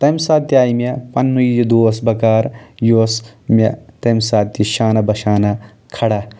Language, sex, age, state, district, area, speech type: Kashmiri, male, 18-30, Jammu and Kashmir, Anantnag, rural, spontaneous